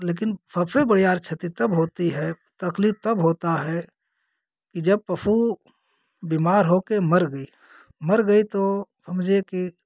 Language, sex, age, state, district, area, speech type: Hindi, male, 45-60, Uttar Pradesh, Ghazipur, rural, spontaneous